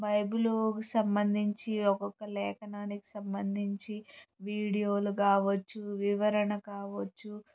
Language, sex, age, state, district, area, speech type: Telugu, female, 18-30, Andhra Pradesh, Palnadu, urban, spontaneous